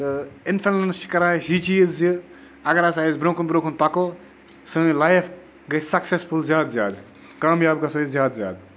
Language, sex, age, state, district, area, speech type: Kashmiri, male, 30-45, Jammu and Kashmir, Kupwara, rural, spontaneous